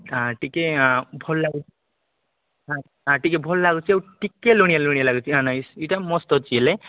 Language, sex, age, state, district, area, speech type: Odia, male, 30-45, Odisha, Nabarangpur, urban, conversation